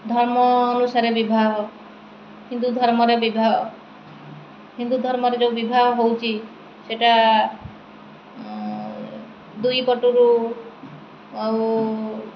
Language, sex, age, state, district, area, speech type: Odia, female, 30-45, Odisha, Kendrapara, urban, spontaneous